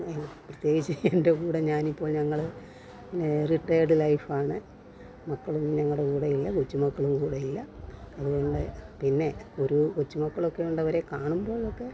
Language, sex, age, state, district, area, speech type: Malayalam, female, 60+, Kerala, Pathanamthitta, rural, spontaneous